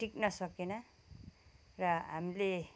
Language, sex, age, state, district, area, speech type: Nepali, female, 45-60, West Bengal, Kalimpong, rural, spontaneous